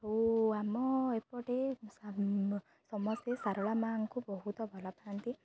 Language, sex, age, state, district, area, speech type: Odia, female, 18-30, Odisha, Jagatsinghpur, rural, spontaneous